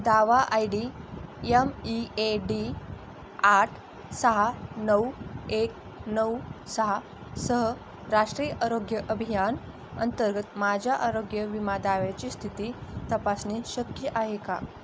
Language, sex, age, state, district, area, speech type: Marathi, female, 18-30, Maharashtra, Osmanabad, rural, read